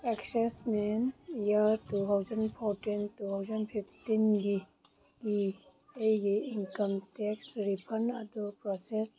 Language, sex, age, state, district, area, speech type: Manipuri, female, 45-60, Manipur, Kangpokpi, urban, read